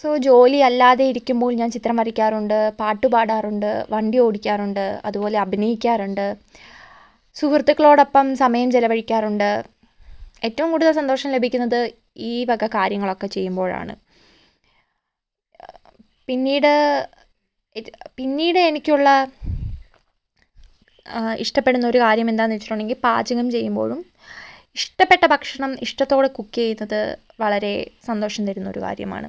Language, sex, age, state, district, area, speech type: Malayalam, female, 30-45, Kerala, Wayanad, rural, spontaneous